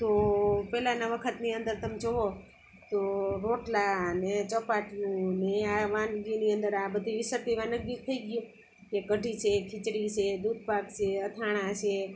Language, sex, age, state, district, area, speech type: Gujarati, female, 60+, Gujarat, Junagadh, rural, spontaneous